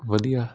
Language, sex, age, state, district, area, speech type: Punjabi, male, 18-30, Punjab, Hoshiarpur, urban, spontaneous